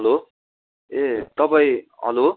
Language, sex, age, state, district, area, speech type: Nepali, male, 18-30, West Bengal, Darjeeling, rural, conversation